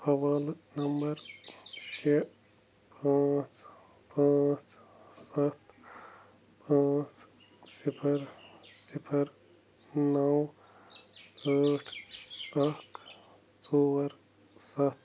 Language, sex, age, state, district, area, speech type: Kashmiri, male, 18-30, Jammu and Kashmir, Bandipora, rural, read